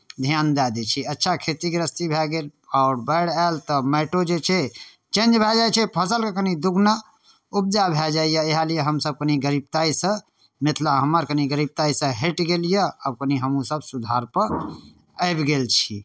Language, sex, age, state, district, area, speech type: Maithili, male, 30-45, Bihar, Darbhanga, urban, spontaneous